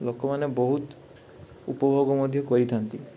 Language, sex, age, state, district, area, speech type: Odia, male, 30-45, Odisha, Balasore, rural, spontaneous